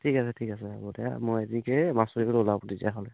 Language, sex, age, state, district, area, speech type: Assamese, male, 45-60, Assam, Tinsukia, rural, conversation